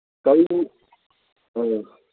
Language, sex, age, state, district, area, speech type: Manipuri, male, 60+, Manipur, Imphal East, rural, conversation